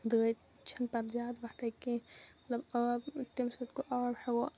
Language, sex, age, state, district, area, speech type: Kashmiri, female, 30-45, Jammu and Kashmir, Baramulla, rural, spontaneous